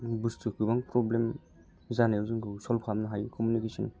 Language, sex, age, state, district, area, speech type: Bodo, male, 30-45, Assam, Kokrajhar, rural, spontaneous